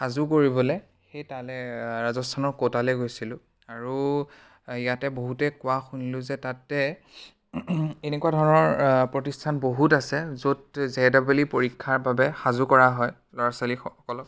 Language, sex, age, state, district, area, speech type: Assamese, male, 18-30, Assam, Biswanath, rural, spontaneous